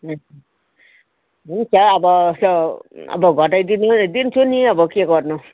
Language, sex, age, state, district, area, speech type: Nepali, female, 60+, West Bengal, Darjeeling, rural, conversation